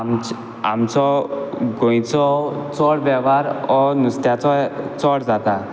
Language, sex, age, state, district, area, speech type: Goan Konkani, male, 18-30, Goa, Quepem, rural, spontaneous